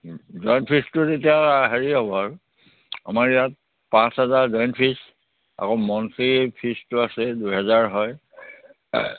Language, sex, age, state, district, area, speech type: Assamese, male, 45-60, Assam, Sivasagar, rural, conversation